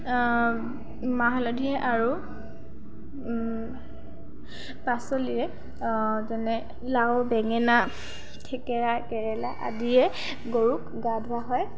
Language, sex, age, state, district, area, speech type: Assamese, female, 18-30, Assam, Sivasagar, rural, spontaneous